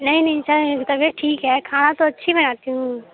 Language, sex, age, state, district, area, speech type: Urdu, female, 18-30, Bihar, Supaul, rural, conversation